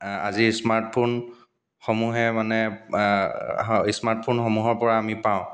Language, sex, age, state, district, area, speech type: Assamese, male, 30-45, Assam, Dibrugarh, rural, spontaneous